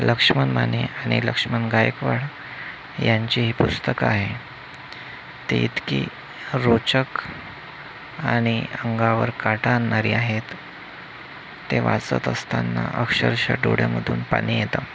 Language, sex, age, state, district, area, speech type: Marathi, male, 30-45, Maharashtra, Amravati, urban, spontaneous